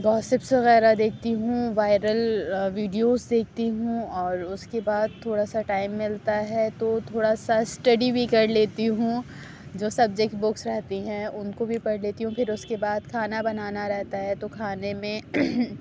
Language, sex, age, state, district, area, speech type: Urdu, female, 30-45, Uttar Pradesh, Aligarh, rural, spontaneous